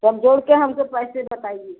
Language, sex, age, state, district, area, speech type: Hindi, female, 60+, Uttar Pradesh, Chandauli, rural, conversation